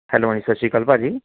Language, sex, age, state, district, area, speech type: Punjabi, male, 45-60, Punjab, Patiala, urban, conversation